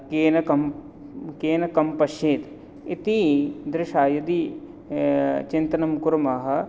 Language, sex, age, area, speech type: Sanskrit, male, 30-45, urban, spontaneous